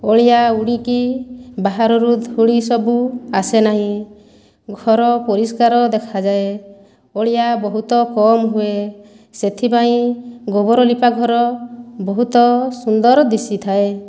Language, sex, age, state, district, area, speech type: Odia, female, 30-45, Odisha, Boudh, rural, spontaneous